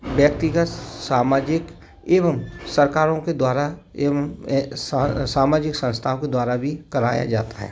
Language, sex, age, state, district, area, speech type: Hindi, male, 45-60, Madhya Pradesh, Gwalior, rural, spontaneous